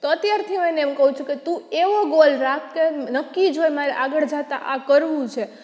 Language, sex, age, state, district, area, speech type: Gujarati, female, 18-30, Gujarat, Rajkot, urban, spontaneous